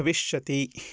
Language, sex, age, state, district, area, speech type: Sanskrit, male, 30-45, Karnataka, Bidar, urban, spontaneous